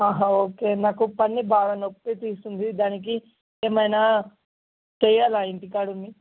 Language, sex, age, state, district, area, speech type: Telugu, male, 18-30, Telangana, Ranga Reddy, urban, conversation